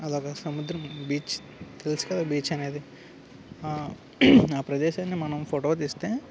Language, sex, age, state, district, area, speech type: Telugu, male, 30-45, Andhra Pradesh, Alluri Sitarama Raju, rural, spontaneous